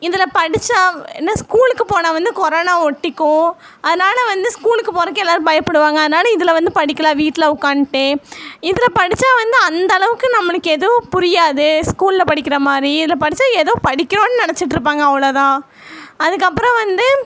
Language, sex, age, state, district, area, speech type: Tamil, female, 18-30, Tamil Nadu, Coimbatore, rural, spontaneous